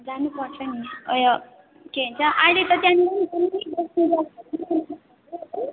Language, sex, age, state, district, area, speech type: Nepali, female, 18-30, West Bengal, Darjeeling, rural, conversation